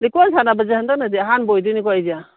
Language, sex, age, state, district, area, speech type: Manipuri, female, 45-60, Manipur, Kangpokpi, urban, conversation